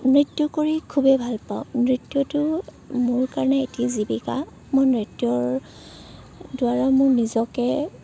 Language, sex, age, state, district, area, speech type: Assamese, female, 18-30, Assam, Morigaon, rural, spontaneous